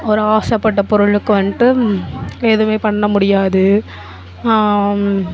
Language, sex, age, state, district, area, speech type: Tamil, female, 18-30, Tamil Nadu, Nagapattinam, rural, spontaneous